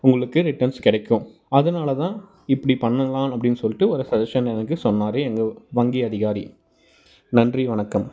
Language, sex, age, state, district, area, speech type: Tamil, male, 18-30, Tamil Nadu, Dharmapuri, rural, spontaneous